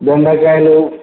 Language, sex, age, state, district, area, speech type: Telugu, male, 45-60, Andhra Pradesh, Kadapa, rural, conversation